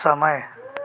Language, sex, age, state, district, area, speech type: Hindi, male, 30-45, Madhya Pradesh, Seoni, urban, read